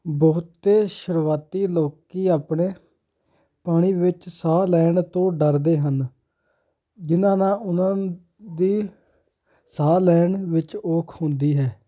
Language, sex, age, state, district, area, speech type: Punjabi, male, 18-30, Punjab, Hoshiarpur, rural, spontaneous